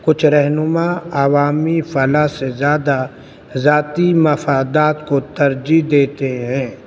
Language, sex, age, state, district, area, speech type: Urdu, male, 60+, Delhi, Central Delhi, urban, spontaneous